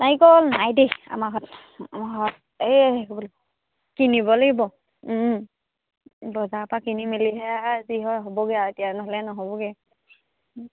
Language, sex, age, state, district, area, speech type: Assamese, female, 18-30, Assam, Charaideo, rural, conversation